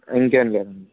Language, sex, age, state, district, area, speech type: Telugu, male, 18-30, Andhra Pradesh, Sri Satya Sai, urban, conversation